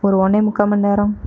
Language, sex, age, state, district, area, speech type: Tamil, female, 30-45, Tamil Nadu, Erode, rural, spontaneous